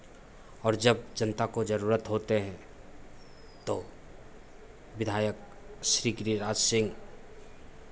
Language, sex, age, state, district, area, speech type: Hindi, male, 45-60, Bihar, Begusarai, urban, spontaneous